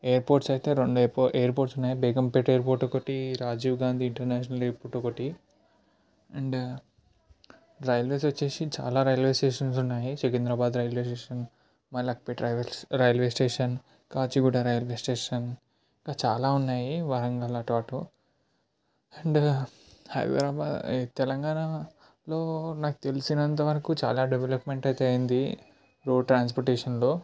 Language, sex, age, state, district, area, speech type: Telugu, male, 18-30, Telangana, Ranga Reddy, urban, spontaneous